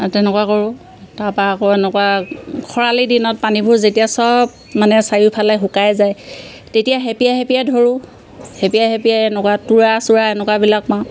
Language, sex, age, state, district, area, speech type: Assamese, female, 45-60, Assam, Sivasagar, rural, spontaneous